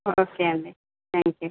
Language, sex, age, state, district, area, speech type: Telugu, female, 30-45, Telangana, Medak, urban, conversation